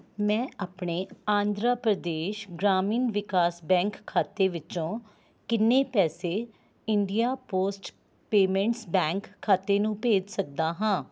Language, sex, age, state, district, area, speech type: Punjabi, female, 30-45, Punjab, Rupnagar, urban, read